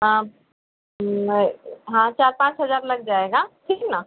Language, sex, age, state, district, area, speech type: Hindi, female, 30-45, Uttar Pradesh, Azamgarh, urban, conversation